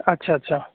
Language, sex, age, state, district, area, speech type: Bengali, male, 18-30, West Bengal, Jalpaiguri, urban, conversation